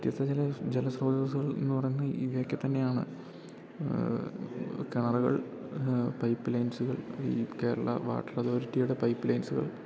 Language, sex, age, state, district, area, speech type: Malayalam, male, 18-30, Kerala, Idukki, rural, spontaneous